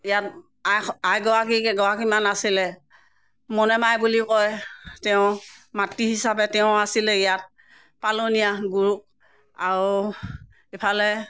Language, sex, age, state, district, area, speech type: Assamese, female, 60+, Assam, Morigaon, rural, spontaneous